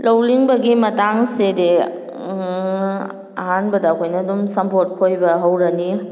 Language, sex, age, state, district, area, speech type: Manipuri, female, 30-45, Manipur, Kakching, rural, spontaneous